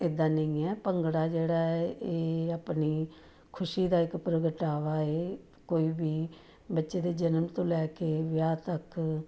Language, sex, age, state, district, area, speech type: Punjabi, female, 45-60, Punjab, Jalandhar, urban, spontaneous